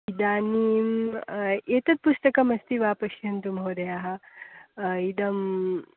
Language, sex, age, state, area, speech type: Sanskrit, female, 18-30, Goa, rural, conversation